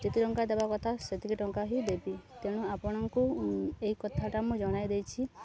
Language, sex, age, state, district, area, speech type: Odia, female, 18-30, Odisha, Subarnapur, urban, spontaneous